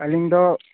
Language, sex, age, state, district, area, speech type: Santali, male, 18-30, West Bengal, Paschim Bardhaman, rural, conversation